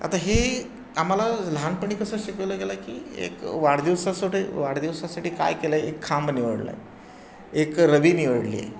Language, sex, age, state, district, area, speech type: Marathi, male, 60+, Maharashtra, Pune, urban, spontaneous